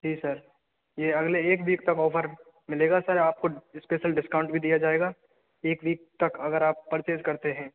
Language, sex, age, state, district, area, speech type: Hindi, male, 60+, Rajasthan, Karauli, rural, conversation